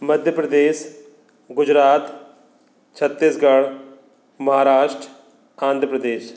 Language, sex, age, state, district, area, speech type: Hindi, male, 30-45, Madhya Pradesh, Katni, urban, spontaneous